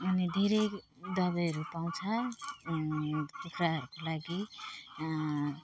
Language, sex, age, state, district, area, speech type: Nepali, female, 45-60, West Bengal, Alipurduar, rural, spontaneous